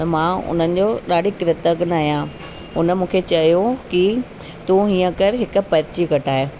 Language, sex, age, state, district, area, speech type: Sindhi, female, 45-60, Delhi, South Delhi, rural, spontaneous